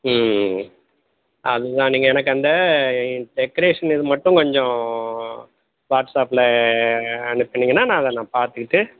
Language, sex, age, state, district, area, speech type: Tamil, male, 60+, Tamil Nadu, Madurai, rural, conversation